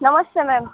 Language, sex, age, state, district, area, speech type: Gujarati, female, 30-45, Gujarat, Morbi, urban, conversation